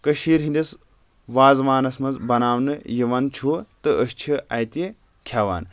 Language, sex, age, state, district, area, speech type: Kashmiri, male, 18-30, Jammu and Kashmir, Anantnag, rural, spontaneous